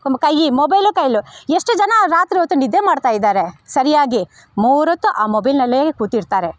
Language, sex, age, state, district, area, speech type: Kannada, female, 30-45, Karnataka, Bangalore Rural, rural, spontaneous